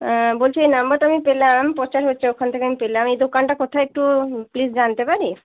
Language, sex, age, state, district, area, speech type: Bengali, female, 30-45, West Bengal, Murshidabad, urban, conversation